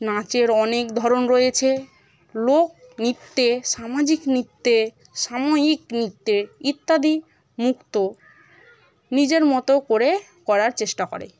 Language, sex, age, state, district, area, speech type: Bengali, female, 18-30, West Bengal, Murshidabad, rural, spontaneous